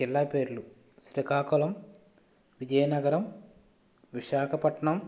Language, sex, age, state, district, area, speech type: Telugu, male, 30-45, Andhra Pradesh, West Godavari, rural, spontaneous